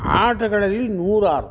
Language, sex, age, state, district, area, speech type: Kannada, male, 60+, Karnataka, Vijayanagara, rural, spontaneous